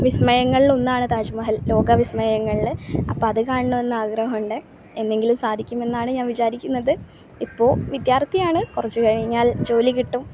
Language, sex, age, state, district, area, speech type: Malayalam, female, 18-30, Kerala, Kasaragod, urban, spontaneous